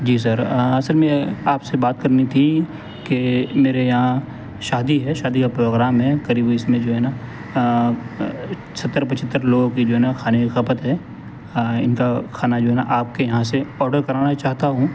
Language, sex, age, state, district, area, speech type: Urdu, male, 18-30, Delhi, North West Delhi, urban, spontaneous